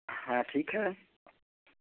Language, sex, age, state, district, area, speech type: Hindi, male, 30-45, Uttar Pradesh, Chandauli, rural, conversation